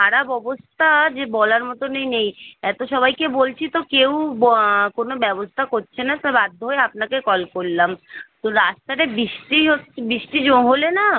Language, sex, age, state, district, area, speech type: Bengali, female, 18-30, West Bengal, Kolkata, urban, conversation